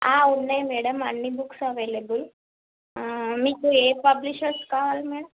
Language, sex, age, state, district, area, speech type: Telugu, female, 18-30, Andhra Pradesh, Srikakulam, urban, conversation